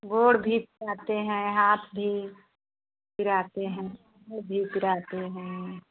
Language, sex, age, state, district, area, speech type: Hindi, female, 45-60, Uttar Pradesh, Prayagraj, rural, conversation